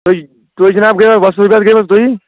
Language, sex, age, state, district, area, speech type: Kashmiri, male, 30-45, Jammu and Kashmir, Kulgam, urban, conversation